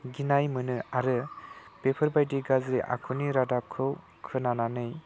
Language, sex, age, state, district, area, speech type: Bodo, male, 18-30, Assam, Udalguri, rural, spontaneous